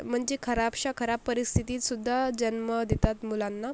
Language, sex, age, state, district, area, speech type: Marathi, female, 45-60, Maharashtra, Akola, rural, spontaneous